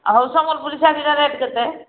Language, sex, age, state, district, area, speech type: Odia, female, 60+, Odisha, Angul, rural, conversation